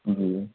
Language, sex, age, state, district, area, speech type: Urdu, male, 18-30, Bihar, Purnia, rural, conversation